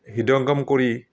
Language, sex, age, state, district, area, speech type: Assamese, male, 60+, Assam, Barpeta, rural, spontaneous